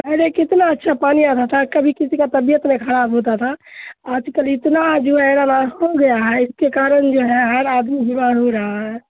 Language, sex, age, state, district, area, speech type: Urdu, female, 60+, Bihar, Khagaria, rural, conversation